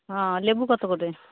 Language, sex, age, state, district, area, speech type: Bengali, female, 45-60, West Bengal, Purba Bardhaman, rural, conversation